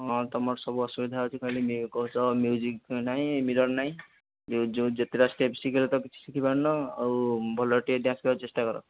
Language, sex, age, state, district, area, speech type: Odia, male, 30-45, Odisha, Nayagarh, rural, conversation